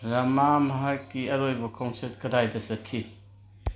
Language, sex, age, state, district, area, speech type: Manipuri, male, 45-60, Manipur, Kangpokpi, urban, read